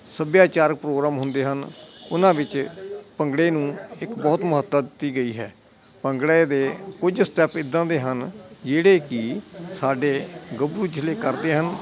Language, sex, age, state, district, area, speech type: Punjabi, male, 60+, Punjab, Hoshiarpur, rural, spontaneous